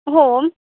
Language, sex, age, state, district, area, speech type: Marathi, female, 18-30, Maharashtra, Sindhudurg, rural, conversation